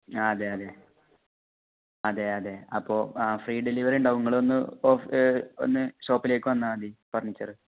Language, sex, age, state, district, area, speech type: Malayalam, male, 18-30, Kerala, Kozhikode, rural, conversation